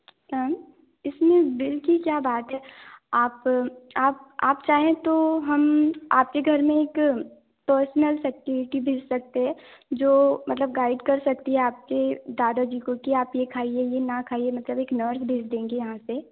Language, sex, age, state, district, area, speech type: Hindi, female, 18-30, Madhya Pradesh, Balaghat, rural, conversation